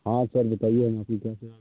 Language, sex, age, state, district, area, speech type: Hindi, male, 60+, Uttar Pradesh, Sonbhadra, rural, conversation